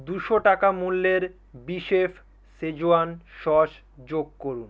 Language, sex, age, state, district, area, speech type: Bengali, male, 30-45, West Bengal, Kolkata, urban, read